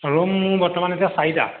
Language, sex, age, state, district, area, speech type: Assamese, male, 30-45, Assam, Sivasagar, urban, conversation